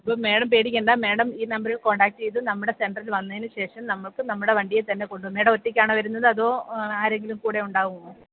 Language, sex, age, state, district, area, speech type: Malayalam, female, 30-45, Kerala, Kottayam, urban, conversation